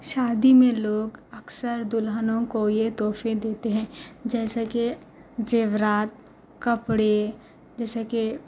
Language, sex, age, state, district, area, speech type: Urdu, female, 18-30, Telangana, Hyderabad, urban, spontaneous